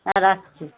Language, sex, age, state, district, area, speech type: Bengali, female, 45-60, West Bengal, Dakshin Dinajpur, rural, conversation